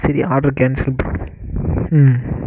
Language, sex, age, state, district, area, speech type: Tamil, male, 18-30, Tamil Nadu, Namakkal, rural, spontaneous